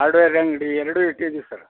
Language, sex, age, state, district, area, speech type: Kannada, male, 60+, Karnataka, Kodagu, rural, conversation